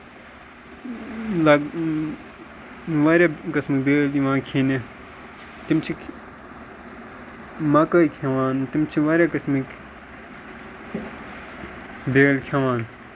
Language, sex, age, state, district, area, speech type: Kashmiri, male, 18-30, Jammu and Kashmir, Ganderbal, rural, spontaneous